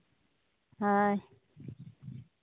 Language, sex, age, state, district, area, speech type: Santali, female, 30-45, Jharkhand, Seraikela Kharsawan, rural, conversation